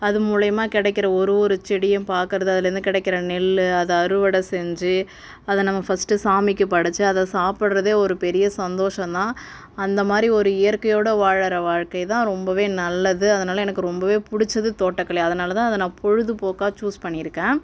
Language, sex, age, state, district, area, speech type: Tamil, male, 45-60, Tamil Nadu, Cuddalore, rural, spontaneous